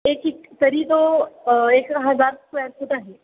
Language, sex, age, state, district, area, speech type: Marathi, female, 18-30, Maharashtra, Kolhapur, urban, conversation